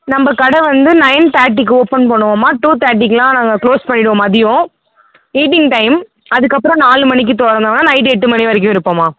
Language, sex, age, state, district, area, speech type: Tamil, female, 18-30, Tamil Nadu, Thanjavur, rural, conversation